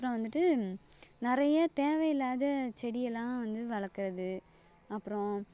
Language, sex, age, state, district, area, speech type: Tamil, female, 30-45, Tamil Nadu, Thanjavur, urban, spontaneous